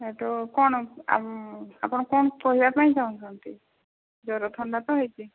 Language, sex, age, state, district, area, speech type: Odia, female, 45-60, Odisha, Angul, rural, conversation